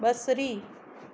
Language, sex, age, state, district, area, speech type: Sindhi, female, 30-45, Gujarat, Surat, urban, read